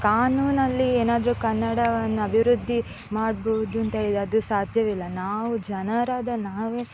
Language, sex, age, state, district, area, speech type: Kannada, female, 18-30, Karnataka, Dakshina Kannada, rural, spontaneous